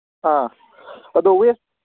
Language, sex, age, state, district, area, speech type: Manipuri, male, 18-30, Manipur, Kangpokpi, urban, conversation